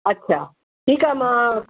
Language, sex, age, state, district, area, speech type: Sindhi, female, 60+, Maharashtra, Mumbai Suburban, urban, conversation